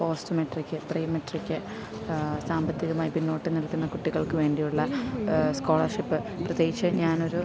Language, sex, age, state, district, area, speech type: Malayalam, female, 30-45, Kerala, Alappuzha, rural, spontaneous